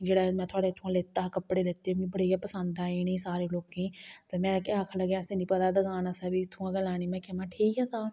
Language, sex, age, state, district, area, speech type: Dogri, female, 45-60, Jammu and Kashmir, Reasi, rural, spontaneous